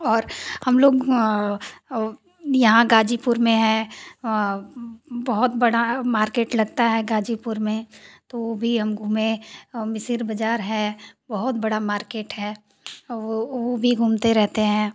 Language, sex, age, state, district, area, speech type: Hindi, female, 18-30, Uttar Pradesh, Ghazipur, urban, spontaneous